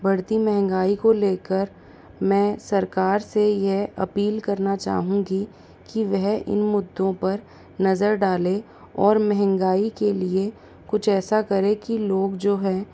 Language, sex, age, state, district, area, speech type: Hindi, female, 45-60, Rajasthan, Jaipur, urban, spontaneous